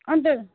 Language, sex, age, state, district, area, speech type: Nepali, female, 45-60, West Bengal, Darjeeling, rural, conversation